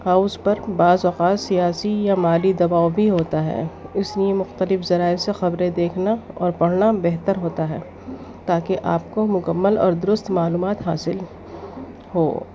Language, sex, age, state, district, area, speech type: Urdu, female, 30-45, Delhi, East Delhi, urban, spontaneous